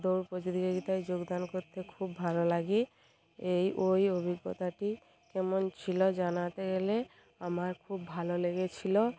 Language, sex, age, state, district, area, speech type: Bengali, female, 45-60, West Bengal, Bankura, rural, spontaneous